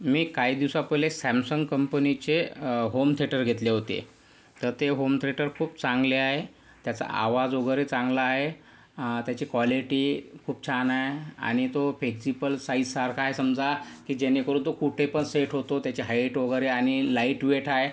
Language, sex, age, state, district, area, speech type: Marathi, male, 45-60, Maharashtra, Yavatmal, urban, spontaneous